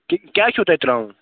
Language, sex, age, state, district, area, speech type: Kashmiri, male, 18-30, Jammu and Kashmir, Srinagar, urban, conversation